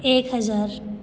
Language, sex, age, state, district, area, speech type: Hindi, female, 18-30, Uttar Pradesh, Bhadohi, rural, spontaneous